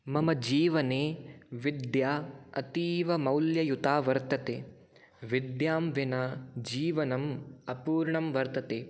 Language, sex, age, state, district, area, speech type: Sanskrit, male, 18-30, Rajasthan, Jaipur, urban, spontaneous